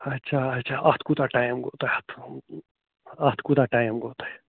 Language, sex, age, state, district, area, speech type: Kashmiri, male, 30-45, Jammu and Kashmir, Bandipora, rural, conversation